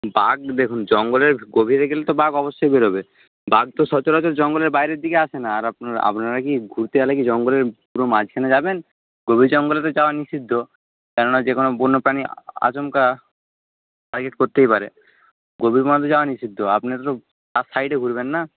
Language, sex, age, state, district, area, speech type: Bengali, male, 18-30, West Bengal, Jhargram, rural, conversation